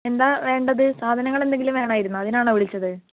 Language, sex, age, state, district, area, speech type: Malayalam, female, 18-30, Kerala, Kozhikode, rural, conversation